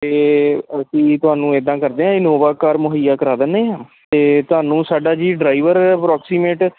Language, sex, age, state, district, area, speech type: Punjabi, male, 30-45, Punjab, Kapurthala, urban, conversation